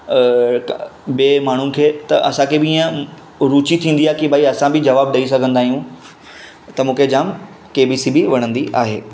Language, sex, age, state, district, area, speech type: Sindhi, male, 18-30, Maharashtra, Mumbai Suburban, urban, spontaneous